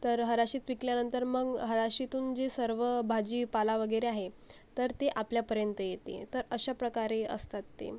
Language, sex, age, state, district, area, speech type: Marathi, female, 45-60, Maharashtra, Akola, rural, spontaneous